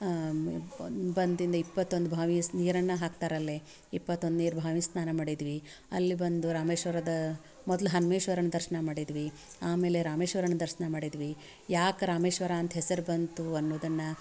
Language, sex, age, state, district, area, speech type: Kannada, female, 45-60, Karnataka, Dharwad, rural, spontaneous